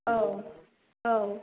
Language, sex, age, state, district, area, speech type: Bodo, female, 18-30, Assam, Kokrajhar, rural, conversation